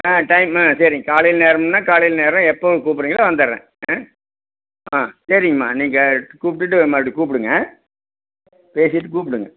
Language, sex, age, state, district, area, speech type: Tamil, male, 60+, Tamil Nadu, Tiruppur, rural, conversation